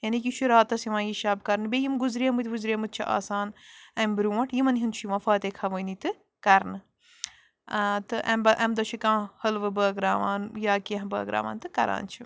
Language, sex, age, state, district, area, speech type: Kashmiri, female, 18-30, Jammu and Kashmir, Bandipora, rural, spontaneous